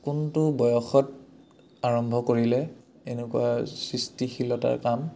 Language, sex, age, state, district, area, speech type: Assamese, male, 18-30, Assam, Udalguri, rural, spontaneous